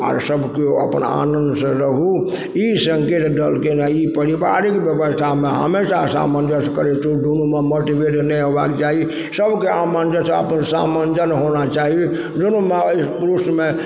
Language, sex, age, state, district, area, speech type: Maithili, male, 60+, Bihar, Supaul, rural, spontaneous